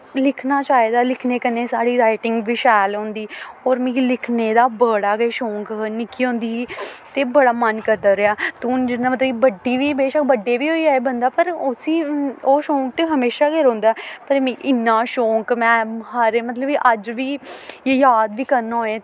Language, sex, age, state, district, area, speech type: Dogri, female, 18-30, Jammu and Kashmir, Samba, urban, spontaneous